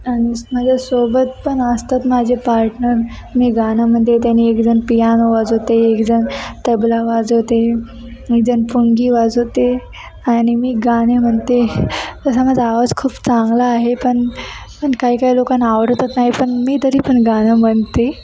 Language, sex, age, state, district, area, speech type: Marathi, female, 18-30, Maharashtra, Nanded, urban, spontaneous